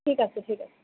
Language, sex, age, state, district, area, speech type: Assamese, male, 30-45, Assam, Nalbari, rural, conversation